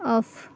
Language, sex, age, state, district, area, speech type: Odia, female, 30-45, Odisha, Koraput, urban, read